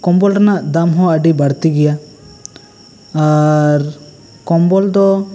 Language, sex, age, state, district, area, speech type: Santali, male, 18-30, West Bengal, Bankura, rural, spontaneous